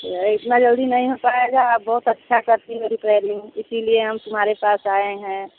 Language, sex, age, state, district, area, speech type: Hindi, female, 30-45, Uttar Pradesh, Mirzapur, rural, conversation